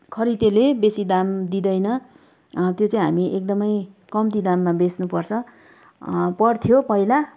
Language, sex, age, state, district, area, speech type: Nepali, female, 30-45, West Bengal, Kalimpong, rural, spontaneous